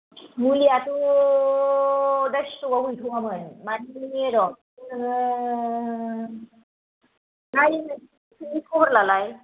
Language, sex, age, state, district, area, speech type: Bodo, female, 45-60, Assam, Kokrajhar, rural, conversation